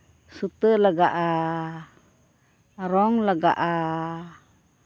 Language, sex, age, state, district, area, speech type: Santali, female, 60+, West Bengal, Purba Bardhaman, rural, spontaneous